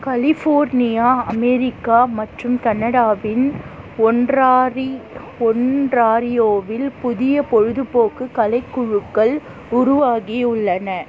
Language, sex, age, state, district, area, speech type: Tamil, female, 30-45, Tamil Nadu, Tiruvallur, urban, read